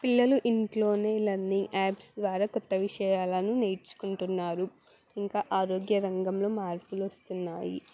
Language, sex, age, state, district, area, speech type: Telugu, female, 18-30, Telangana, Jangaon, urban, spontaneous